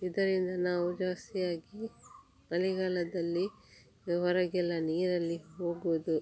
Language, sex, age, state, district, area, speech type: Kannada, female, 30-45, Karnataka, Dakshina Kannada, rural, spontaneous